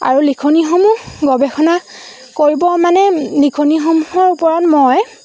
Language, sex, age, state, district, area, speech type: Assamese, female, 18-30, Assam, Lakhimpur, rural, spontaneous